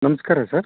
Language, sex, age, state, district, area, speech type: Kannada, male, 30-45, Karnataka, Bangalore Urban, urban, conversation